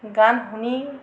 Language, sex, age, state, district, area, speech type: Assamese, female, 45-60, Assam, Jorhat, urban, spontaneous